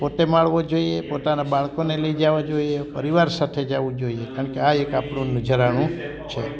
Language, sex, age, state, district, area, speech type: Gujarati, male, 60+, Gujarat, Amreli, rural, spontaneous